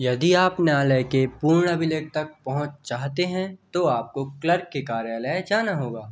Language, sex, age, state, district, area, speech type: Hindi, male, 18-30, Madhya Pradesh, Bhopal, urban, read